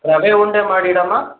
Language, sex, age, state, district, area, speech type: Kannada, male, 18-30, Karnataka, Chitradurga, urban, conversation